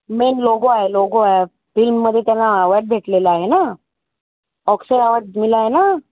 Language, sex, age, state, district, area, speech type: Marathi, female, 45-60, Maharashtra, Mumbai Suburban, urban, conversation